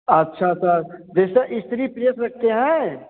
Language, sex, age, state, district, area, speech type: Hindi, male, 45-60, Uttar Pradesh, Ayodhya, rural, conversation